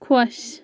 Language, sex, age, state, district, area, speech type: Kashmiri, female, 18-30, Jammu and Kashmir, Anantnag, rural, read